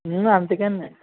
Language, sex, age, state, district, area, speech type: Telugu, male, 18-30, Andhra Pradesh, East Godavari, rural, conversation